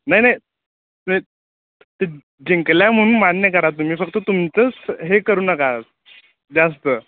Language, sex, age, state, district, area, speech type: Marathi, male, 18-30, Maharashtra, Sangli, urban, conversation